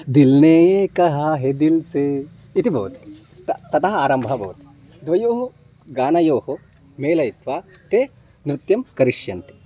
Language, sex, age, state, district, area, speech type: Sanskrit, male, 18-30, Karnataka, Chitradurga, rural, spontaneous